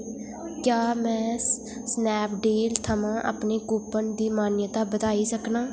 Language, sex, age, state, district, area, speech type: Dogri, female, 18-30, Jammu and Kashmir, Udhampur, rural, read